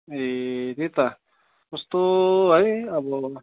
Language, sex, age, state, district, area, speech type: Nepali, male, 30-45, West Bengal, Kalimpong, rural, conversation